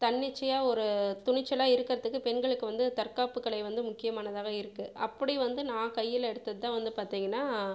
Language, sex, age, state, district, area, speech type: Tamil, female, 45-60, Tamil Nadu, Viluppuram, urban, spontaneous